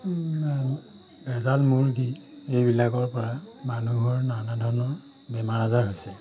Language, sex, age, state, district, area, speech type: Assamese, male, 45-60, Assam, Majuli, urban, spontaneous